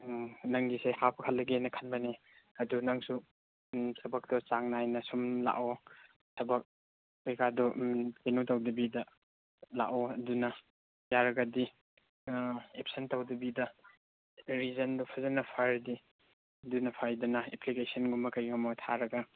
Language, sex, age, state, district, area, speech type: Manipuri, male, 18-30, Manipur, Chandel, rural, conversation